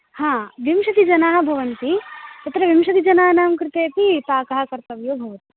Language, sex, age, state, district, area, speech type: Sanskrit, female, 18-30, Tamil Nadu, Coimbatore, urban, conversation